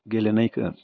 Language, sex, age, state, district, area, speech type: Bodo, male, 60+, Assam, Udalguri, urban, spontaneous